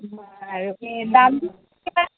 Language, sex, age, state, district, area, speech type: Assamese, female, 18-30, Assam, Majuli, urban, conversation